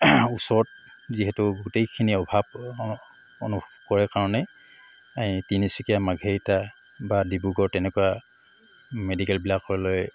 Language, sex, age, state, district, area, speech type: Assamese, male, 45-60, Assam, Tinsukia, rural, spontaneous